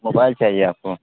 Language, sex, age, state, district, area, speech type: Urdu, male, 30-45, Bihar, Purnia, rural, conversation